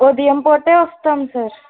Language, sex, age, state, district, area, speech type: Telugu, female, 30-45, Andhra Pradesh, Eluru, urban, conversation